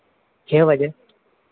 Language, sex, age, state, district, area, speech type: Hindi, male, 30-45, Madhya Pradesh, Harda, urban, conversation